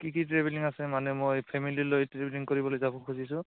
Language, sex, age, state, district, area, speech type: Assamese, male, 18-30, Assam, Barpeta, rural, conversation